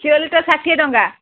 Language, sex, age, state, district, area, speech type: Odia, female, 60+, Odisha, Gajapati, rural, conversation